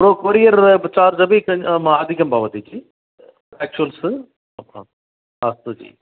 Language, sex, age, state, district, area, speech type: Sanskrit, male, 60+, Tamil Nadu, Coimbatore, urban, conversation